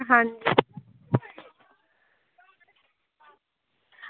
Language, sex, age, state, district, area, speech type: Dogri, female, 18-30, Jammu and Kashmir, Samba, rural, conversation